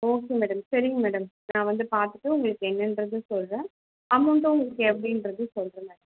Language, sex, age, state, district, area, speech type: Tamil, female, 30-45, Tamil Nadu, Kanchipuram, urban, conversation